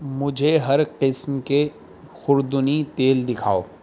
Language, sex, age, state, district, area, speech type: Urdu, male, 30-45, Delhi, South Delhi, rural, read